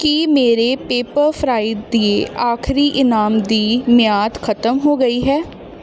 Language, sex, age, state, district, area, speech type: Punjabi, female, 18-30, Punjab, Ludhiana, urban, read